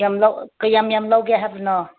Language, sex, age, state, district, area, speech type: Manipuri, female, 60+, Manipur, Ukhrul, rural, conversation